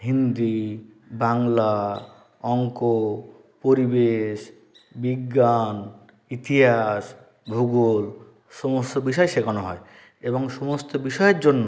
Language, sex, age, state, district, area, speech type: Bengali, male, 30-45, West Bengal, South 24 Parganas, rural, spontaneous